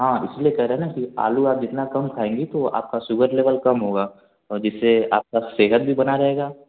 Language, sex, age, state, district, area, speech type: Hindi, male, 18-30, Uttar Pradesh, Varanasi, rural, conversation